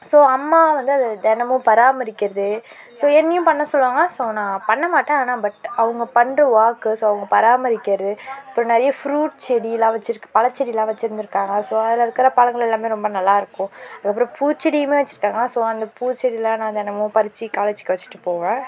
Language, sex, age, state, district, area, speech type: Tamil, female, 18-30, Tamil Nadu, Mayiladuthurai, rural, spontaneous